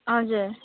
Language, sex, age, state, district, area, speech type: Nepali, female, 18-30, West Bengal, Jalpaiguri, urban, conversation